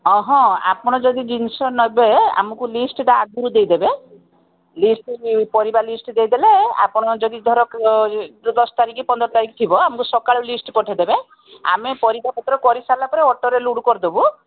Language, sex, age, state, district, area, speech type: Odia, female, 45-60, Odisha, Koraput, urban, conversation